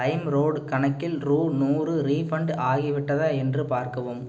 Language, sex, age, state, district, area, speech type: Tamil, male, 18-30, Tamil Nadu, Erode, rural, read